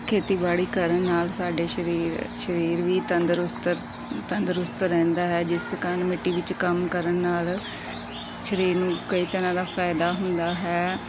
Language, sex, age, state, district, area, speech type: Punjabi, female, 18-30, Punjab, Pathankot, rural, spontaneous